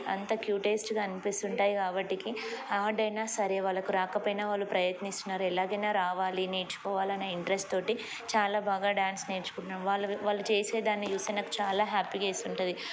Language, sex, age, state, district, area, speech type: Telugu, female, 30-45, Telangana, Ranga Reddy, urban, spontaneous